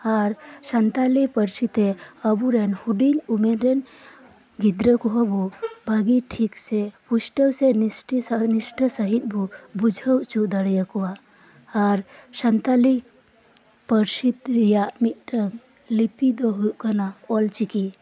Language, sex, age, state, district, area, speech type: Santali, female, 30-45, West Bengal, Birbhum, rural, spontaneous